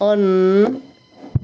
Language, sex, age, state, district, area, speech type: Nepali, male, 45-60, West Bengal, Kalimpong, rural, read